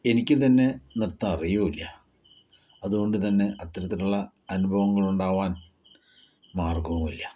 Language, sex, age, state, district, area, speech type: Malayalam, male, 30-45, Kerala, Palakkad, rural, spontaneous